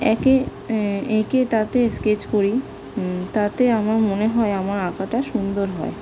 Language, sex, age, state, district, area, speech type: Bengali, female, 18-30, West Bengal, South 24 Parganas, rural, spontaneous